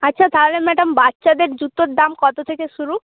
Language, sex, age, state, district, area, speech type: Bengali, female, 30-45, West Bengal, Purba Medinipur, rural, conversation